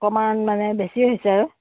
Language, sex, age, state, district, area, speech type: Assamese, female, 45-60, Assam, Biswanath, rural, conversation